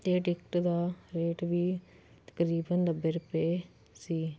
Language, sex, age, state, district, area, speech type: Punjabi, female, 18-30, Punjab, Fatehgarh Sahib, rural, spontaneous